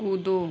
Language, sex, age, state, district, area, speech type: Hindi, female, 18-30, Uttar Pradesh, Chandauli, rural, read